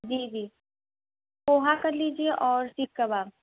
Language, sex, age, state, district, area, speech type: Urdu, female, 18-30, Uttar Pradesh, Mau, urban, conversation